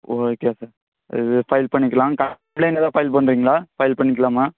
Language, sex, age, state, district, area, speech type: Tamil, male, 18-30, Tamil Nadu, Namakkal, rural, conversation